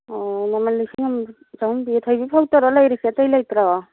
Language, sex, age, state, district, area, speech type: Manipuri, female, 45-60, Manipur, Churachandpur, urban, conversation